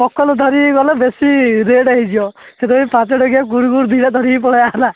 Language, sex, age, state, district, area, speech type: Odia, male, 18-30, Odisha, Ganjam, urban, conversation